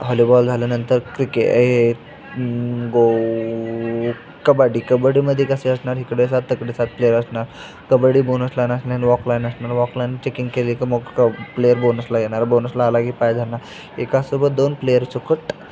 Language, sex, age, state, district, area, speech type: Marathi, male, 18-30, Maharashtra, Sangli, urban, spontaneous